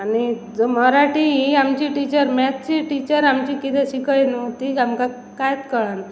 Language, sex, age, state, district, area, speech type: Goan Konkani, female, 30-45, Goa, Pernem, rural, spontaneous